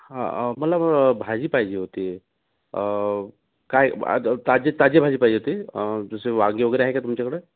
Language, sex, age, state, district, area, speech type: Marathi, male, 30-45, Maharashtra, Nagpur, urban, conversation